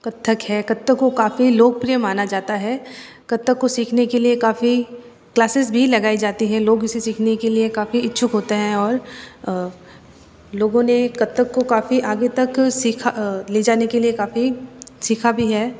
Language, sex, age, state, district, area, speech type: Hindi, female, 30-45, Rajasthan, Jodhpur, urban, spontaneous